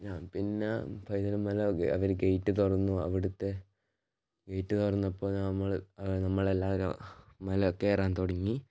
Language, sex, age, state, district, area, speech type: Malayalam, male, 18-30, Kerala, Kannur, rural, spontaneous